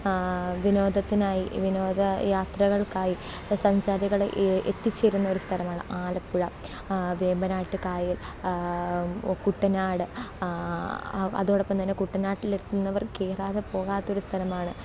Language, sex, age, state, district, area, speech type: Malayalam, female, 18-30, Kerala, Alappuzha, rural, spontaneous